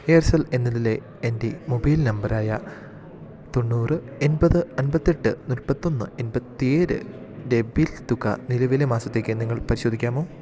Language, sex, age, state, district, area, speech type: Malayalam, male, 18-30, Kerala, Idukki, rural, read